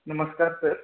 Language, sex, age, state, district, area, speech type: Hindi, male, 30-45, Madhya Pradesh, Balaghat, rural, conversation